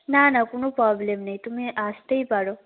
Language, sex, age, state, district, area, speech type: Bengali, female, 18-30, West Bengal, Nadia, rural, conversation